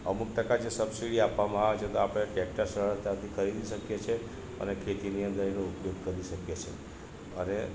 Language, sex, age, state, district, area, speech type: Gujarati, male, 60+, Gujarat, Narmada, rural, spontaneous